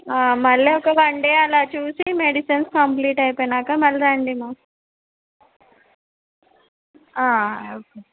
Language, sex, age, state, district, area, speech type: Telugu, female, 30-45, Andhra Pradesh, Kurnool, rural, conversation